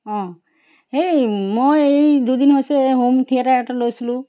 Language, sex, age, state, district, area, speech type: Assamese, female, 60+, Assam, Charaideo, urban, spontaneous